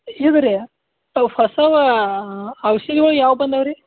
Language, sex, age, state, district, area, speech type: Kannada, male, 45-60, Karnataka, Belgaum, rural, conversation